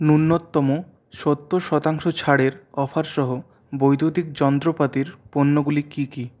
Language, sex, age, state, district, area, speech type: Bengali, male, 30-45, West Bengal, Purulia, urban, read